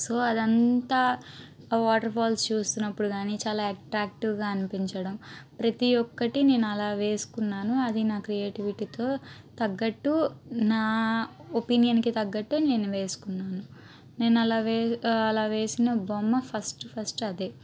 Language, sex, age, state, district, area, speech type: Telugu, female, 18-30, Andhra Pradesh, Palnadu, urban, spontaneous